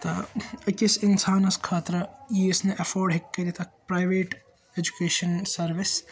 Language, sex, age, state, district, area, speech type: Kashmiri, male, 18-30, Jammu and Kashmir, Srinagar, urban, spontaneous